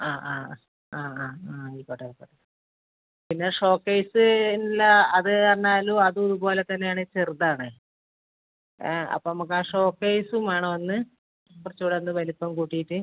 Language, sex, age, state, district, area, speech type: Malayalam, female, 30-45, Kerala, Malappuram, rural, conversation